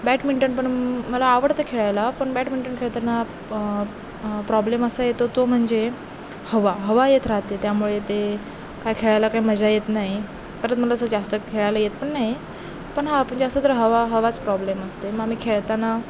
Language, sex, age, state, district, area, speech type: Marathi, female, 18-30, Maharashtra, Ratnagiri, rural, spontaneous